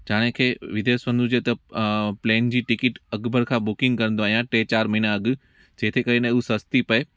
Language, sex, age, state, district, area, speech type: Sindhi, male, 30-45, Gujarat, Junagadh, rural, spontaneous